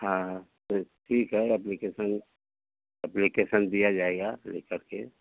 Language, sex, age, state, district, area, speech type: Hindi, male, 60+, Uttar Pradesh, Mau, rural, conversation